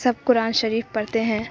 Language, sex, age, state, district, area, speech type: Urdu, female, 18-30, Bihar, Supaul, rural, spontaneous